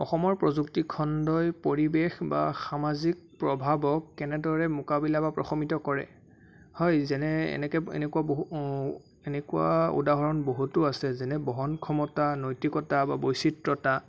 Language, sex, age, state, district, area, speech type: Assamese, male, 18-30, Assam, Sonitpur, urban, spontaneous